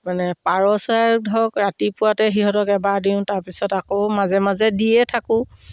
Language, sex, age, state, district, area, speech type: Assamese, female, 60+, Assam, Dibrugarh, rural, spontaneous